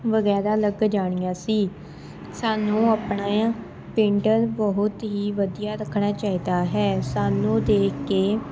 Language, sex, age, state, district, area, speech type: Punjabi, female, 18-30, Punjab, Shaheed Bhagat Singh Nagar, rural, spontaneous